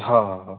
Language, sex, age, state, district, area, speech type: Marathi, male, 18-30, Maharashtra, Wardha, urban, conversation